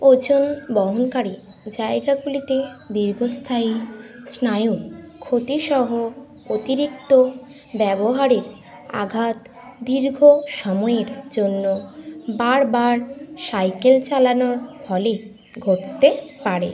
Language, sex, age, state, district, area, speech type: Bengali, female, 30-45, West Bengal, Bankura, urban, read